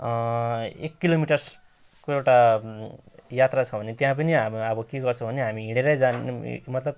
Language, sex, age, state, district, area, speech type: Nepali, male, 30-45, West Bengal, Jalpaiguri, rural, spontaneous